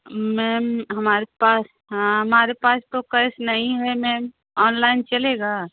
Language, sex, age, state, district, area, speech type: Hindi, female, 30-45, Uttar Pradesh, Prayagraj, rural, conversation